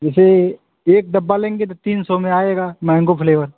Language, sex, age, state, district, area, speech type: Hindi, male, 18-30, Uttar Pradesh, Azamgarh, rural, conversation